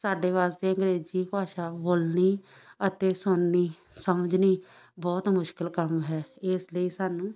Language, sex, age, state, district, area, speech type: Punjabi, female, 60+, Punjab, Shaheed Bhagat Singh Nagar, rural, spontaneous